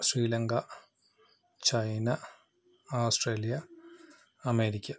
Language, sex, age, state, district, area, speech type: Malayalam, male, 45-60, Kerala, Palakkad, rural, spontaneous